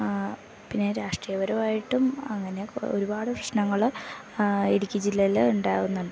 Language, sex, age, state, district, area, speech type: Malayalam, female, 18-30, Kerala, Idukki, rural, spontaneous